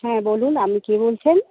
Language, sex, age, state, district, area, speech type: Bengali, female, 30-45, West Bengal, Paschim Medinipur, rural, conversation